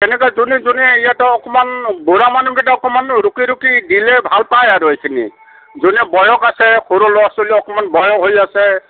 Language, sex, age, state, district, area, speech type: Assamese, male, 45-60, Assam, Kamrup Metropolitan, urban, conversation